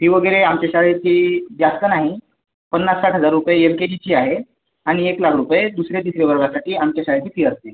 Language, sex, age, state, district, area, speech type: Marathi, male, 18-30, Maharashtra, Washim, rural, conversation